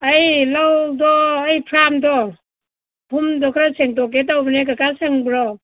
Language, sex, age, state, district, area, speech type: Manipuri, female, 45-60, Manipur, Kangpokpi, urban, conversation